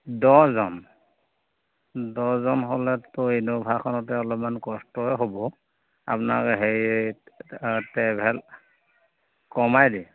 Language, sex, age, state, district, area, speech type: Assamese, male, 45-60, Assam, Dhemaji, urban, conversation